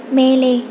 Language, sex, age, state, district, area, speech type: Tamil, female, 18-30, Tamil Nadu, Mayiladuthurai, urban, read